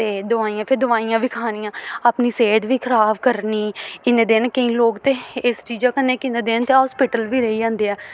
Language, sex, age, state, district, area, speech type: Dogri, female, 18-30, Jammu and Kashmir, Samba, urban, spontaneous